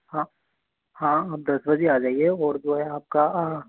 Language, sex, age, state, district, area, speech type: Hindi, male, 45-60, Rajasthan, Karauli, rural, conversation